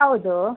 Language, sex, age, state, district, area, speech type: Kannada, female, 30-45, Karnataka, Dakshina Kannada, rural, conversation